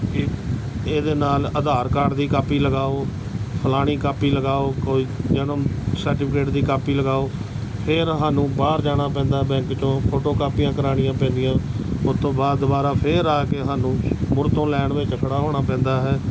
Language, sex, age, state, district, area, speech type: Punjabi, male, 45-60, Punjab, Gurdaspur, urban, spontaneous